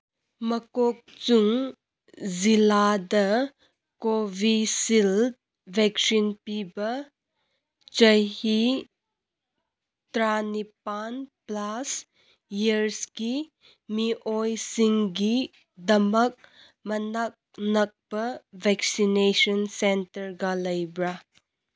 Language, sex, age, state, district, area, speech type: Manipuri, female, 18-30, Manipur, Kangpokpi, urban, read